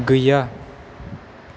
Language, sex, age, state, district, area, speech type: Bodo, male, 18-30, Assam, Chirang, rural, read